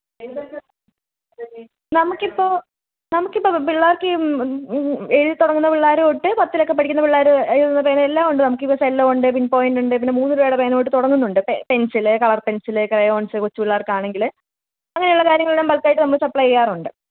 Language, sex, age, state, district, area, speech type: Malayalam, female, 18-30, Kerala, Pathanamthitta, rural, conversation